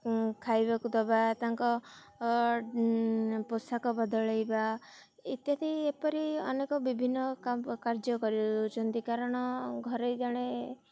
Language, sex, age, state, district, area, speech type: Odia, female, 18-30, Odisha, Jagatsinghpur, rural, spontaneous